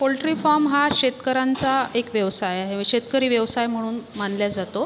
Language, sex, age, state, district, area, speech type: Marathi, female, 30-45, Maharashtra, Buldhana, rural, spontaneous